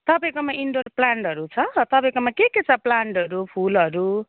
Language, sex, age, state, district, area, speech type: Nepali, female, 45-60, West Bengal, Jalpaiguri, urban, conversation